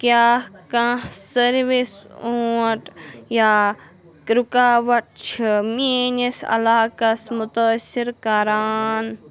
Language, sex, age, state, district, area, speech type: Kashmiri, female, 30-45, Jammu and Kashmir, Anantnag, urban, read